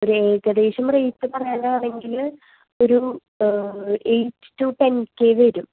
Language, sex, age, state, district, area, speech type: Malayalam, female, 18-30, Kerala, Thrissur, urban, conversation